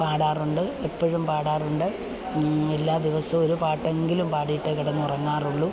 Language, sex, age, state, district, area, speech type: Malayalam, female, 45-60, Kerala, Alappuzha, rural, spontaneous